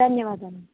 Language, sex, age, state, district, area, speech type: Telugu, female, 60+, Andhra Pradesh, Konaseema, rural, conversation